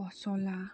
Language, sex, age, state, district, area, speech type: Assamese, female, 60+, Assam, Darrang, rural, spontaneous